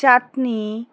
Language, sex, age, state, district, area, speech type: Bengali, female, 30-45, West Bengal, Alipurduar, rural, spontaneous